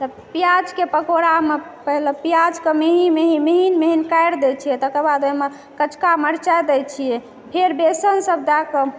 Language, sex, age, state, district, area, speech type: Maithili, female, 30-45, Bihar, Madhubani, urban, spontaneous